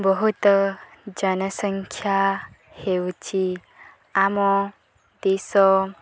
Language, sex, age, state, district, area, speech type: Odia, female, 18-30, Odisha, Nuapada, urban, spontaneous